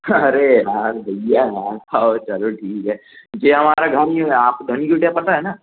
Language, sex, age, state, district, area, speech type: Hindi, male, 18-30, Madhya Pradesh, Jabalpur, urban, conversation